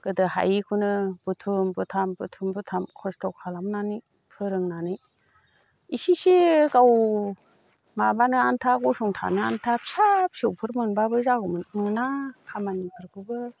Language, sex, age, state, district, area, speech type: Bodo, female, 60+, Assam, Chirang, rural, spontaneous